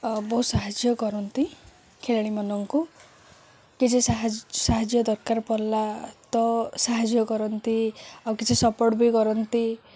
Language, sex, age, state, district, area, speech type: Odia, female, 18-30, Odisha, Sundergarh, urban, spontaneous